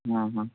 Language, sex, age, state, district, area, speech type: Marathi, male, 18-30, Maharashtra, Washim, urban, conversation